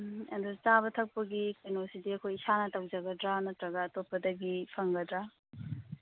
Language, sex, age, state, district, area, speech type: Manipuri, female, 45-60, Manipur, Imphal East, rural, conversation